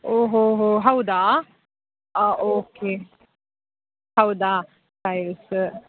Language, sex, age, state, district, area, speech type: Kannada, female, 18-30, Karnataka, Dakshina Kannada, rural, conversation